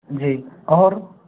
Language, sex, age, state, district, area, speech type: Hindi, male, 18-30, Rajasthan, Jodhpur, rural, conversation